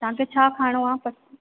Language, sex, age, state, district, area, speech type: Sindhi, female, 30-45, Rajasthan, Ajmer, urban, conversation